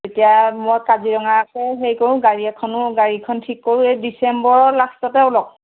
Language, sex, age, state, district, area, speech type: Assamese, female, 45-60, Assam, Golaghat, urban, conversation